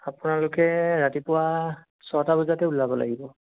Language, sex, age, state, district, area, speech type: Assamese, male, 18-30, Assam, Lakhimpur, rural, conversation